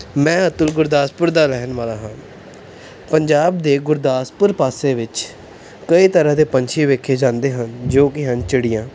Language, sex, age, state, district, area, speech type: Punjabi, male, 18-30, Punjab, Pathankot, urban, spontaneous